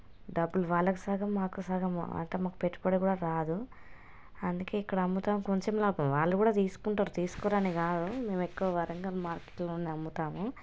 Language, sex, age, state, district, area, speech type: Telugu, female, 30-45, Telangana, Hanamkonda, rural, spontaneous